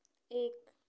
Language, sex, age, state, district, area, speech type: Hindi, female, 30-45, Madhya Pradesh, Chhindwara, urban, read